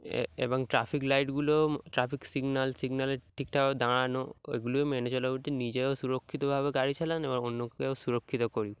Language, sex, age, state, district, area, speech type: Bengali, male, 18-30, West Bengal, Dakshin Dinajpur, urban, spontaneous